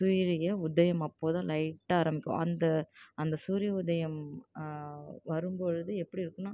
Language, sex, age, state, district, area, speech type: Tamil, female, 30-45, Tamil Nadu, Tiruvarur, rural, spontaneous